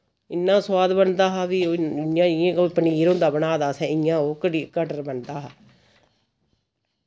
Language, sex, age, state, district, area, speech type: Dogri, female, 45-60, Jammu and Kashmir, Samba, rural, spontaneous